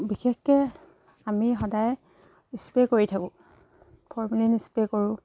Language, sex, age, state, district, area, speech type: Assamese, female, 30-45, Assam, Charaideo, rural, spontaneous